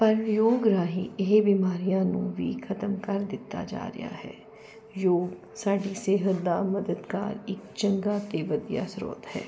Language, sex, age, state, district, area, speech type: Punjabi, female, 45-60, Punjab, Jalandhar, urban, spontaneous